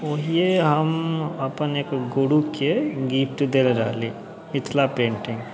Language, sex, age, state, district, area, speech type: Maithili, male, 18-30, Bihar, Sitamarhi, rural, spontaneous